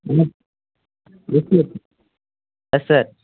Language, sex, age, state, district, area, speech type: Tamil, male, 18-30, Tamil Nadu, Tiruppur, rural, conversation